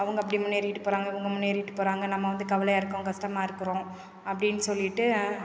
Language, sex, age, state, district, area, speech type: Tamil, female, 30-45, Tamil Nadu, Perambalur, rural, spontaneous